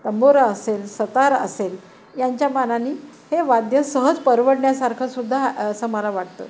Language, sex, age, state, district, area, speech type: Marathi, female, 60+, Maharashtra, Nanded, urban, spontaneous